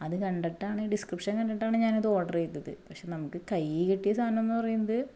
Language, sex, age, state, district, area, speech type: Malayalam, female, 30-45, Kerala, Ernakulam, rural, spontaneous